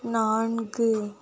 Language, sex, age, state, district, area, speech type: Tamil, female, 18-30, Tamil Nadu, Nagapattinam, rural, read